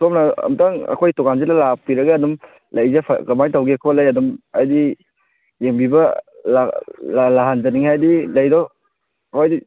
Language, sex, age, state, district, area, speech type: Manipuri, male, 18-30, Manipur, Kangpokpi, urban, conversation